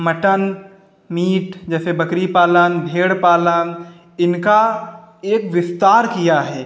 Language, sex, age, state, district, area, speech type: Hindi, male, 30-45, Uttar Pradesh, Hardoi, rural, spontaneous